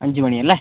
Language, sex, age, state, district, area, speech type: Malayalam, male, 18-30, Kerala, Kozhikode, urban, conversation